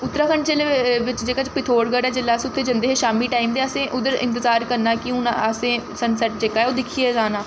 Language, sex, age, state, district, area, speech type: Dogri, female, 18-30, Jammu and Kashmir, Reasi, urban, spontaneous